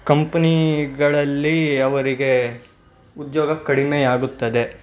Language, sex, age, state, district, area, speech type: Kannada, male, 18-30, Karnataka, Bangalore Rural, urban, spontaneous